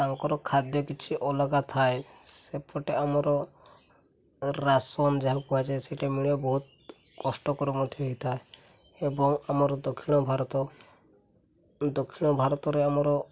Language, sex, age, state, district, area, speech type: Odia, male, 18-30, Odisha, Mayurbhanj, rural, spontaneous